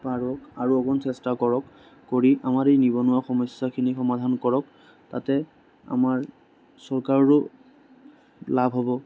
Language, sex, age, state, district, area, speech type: Assamese, male, 18-30, Assam, Sonitpur, urban, spontaneous